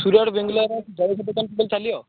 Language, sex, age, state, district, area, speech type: Odia, male, 18-30, Odisha, Ganjam, urban, conversation